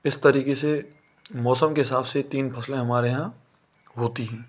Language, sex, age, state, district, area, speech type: Hindi, male, 30-45, Rajasthan, Bharatpur, rural, spontaneous